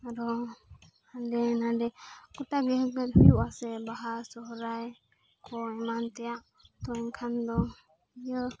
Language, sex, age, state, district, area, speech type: Santali, female, 18-30, Jharkhand, Seraikela Kharsawan, rural, spontaneous